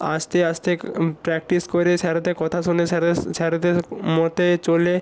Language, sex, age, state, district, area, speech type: Bengali, male, 18-30, West Bengal, North 24 Parganas, rural, spontaneous